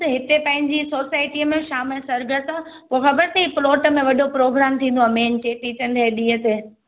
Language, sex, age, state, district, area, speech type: Sindhi, female, 18-30, Gujarat, Junagadh, urban, conversation